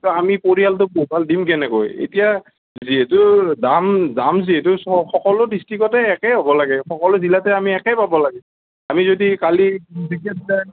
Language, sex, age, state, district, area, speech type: Assamese, male, 30-45, Assam, Morigaon, rural, conversation